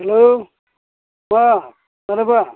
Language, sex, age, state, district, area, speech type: Bodo, male, 60+, Assam, Kokrajhar, rural, conversation